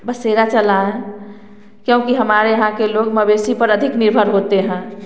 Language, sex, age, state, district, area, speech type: Hindi, female, 30-45, Bihar, Samastipur, urban, spontaneous